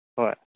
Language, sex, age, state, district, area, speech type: Manipuri, male, 30-45, Manipur, Kangpokpi, urban, conversation